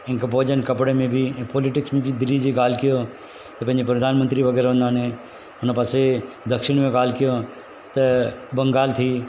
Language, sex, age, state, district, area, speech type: Sindhi, male, 45-60, Gujarat, Surat, urban, spontaneous